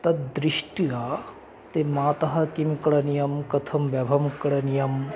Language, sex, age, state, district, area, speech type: Sanskrit, male, 30-45, West Bengal, North 24 Parganas, urban, spontaneous